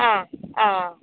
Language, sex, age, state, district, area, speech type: Tamil, female, 18-30, Tamil Nadu, Dharmapuri, rural, conversation